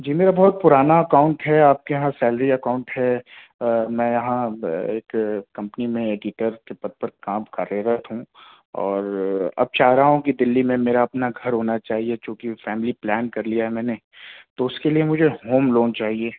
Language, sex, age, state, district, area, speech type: Urdu, male, 30-45, Delhi, South Delhi, urban, conversation